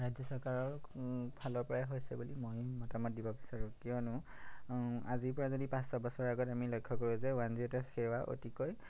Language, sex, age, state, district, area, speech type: Assamese, male, 30-45, Assam, Majuli, urban, spontaneous